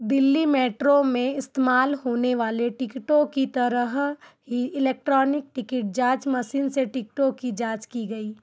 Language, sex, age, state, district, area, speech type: Hindi, female, 30-45, Madhya Pradesh, Betul, urban, read